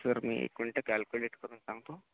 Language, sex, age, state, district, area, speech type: Marathi, male, 18-30, Maharashtra, Gadchiroli, rural, conversation